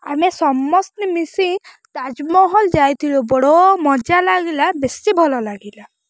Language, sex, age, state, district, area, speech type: Odia, female, 18-30, Odisha, Rayagada, rural, spontaneous